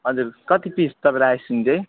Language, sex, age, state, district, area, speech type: Nepali, male, 18-30, West Bengal, Alipurduar, urban, conversation